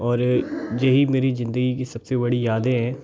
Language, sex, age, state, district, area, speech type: Hindi, male, 18-30, Madhya Pradesh, Gwalior, rural, spontaneous